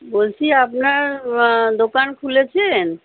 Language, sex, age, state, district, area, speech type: Bengali, female, 60+, West Bengal, Kolkata, urban, conversation